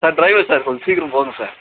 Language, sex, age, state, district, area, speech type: Tamil, male, 18-30, Tamil Nadu, Tiruvannamalai, urban, conversation